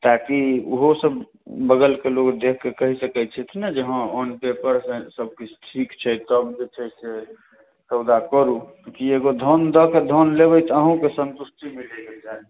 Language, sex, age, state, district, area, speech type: Maithili, male, 30-45, Bihar, Samastipur, urban, conversation